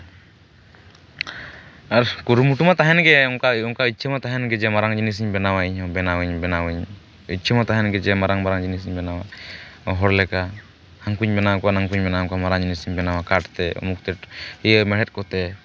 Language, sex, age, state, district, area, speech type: Santali, male, 18-30, West Bengal, Jhargram, rural, spontaneous